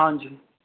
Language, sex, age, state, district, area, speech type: Dogri, male, 30-45, Jammu and Kashmir, Reasi, urban, conversation